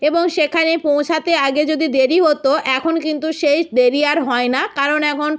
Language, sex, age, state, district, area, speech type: Bengali, female, 45-60, West Bengal, Purba Medinipur, rural, spontaneous